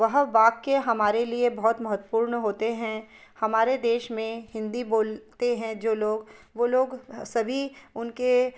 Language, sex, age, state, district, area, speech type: Hindi, female, 30-45, Madhya Pradesh, Betul, urban, spontaneous